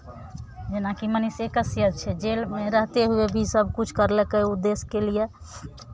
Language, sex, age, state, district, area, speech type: Maithili, female, 30-45, Bihar, Araria, urban, spontaneous